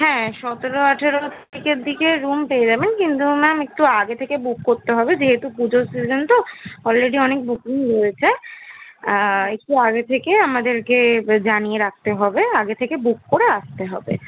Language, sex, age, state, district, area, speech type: Bengali, female, 18-30, West Bengal, Kolkata, urban, conversation